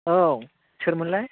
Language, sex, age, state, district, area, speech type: Bodo, male, 30-45, Assam, Chirang, rural, conversation